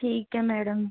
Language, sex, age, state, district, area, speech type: Hindi, female, 18-30, Rajasthan, Jaipur, urban, conversation